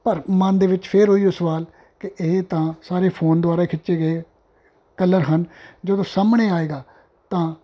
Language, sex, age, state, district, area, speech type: Punjabi, male, 45-60, Punjab, Ludhiana, urban, spontaneous